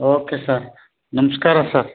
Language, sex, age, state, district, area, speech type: Kannada, male, 60+, Karnataka, Bidar, urban, conversation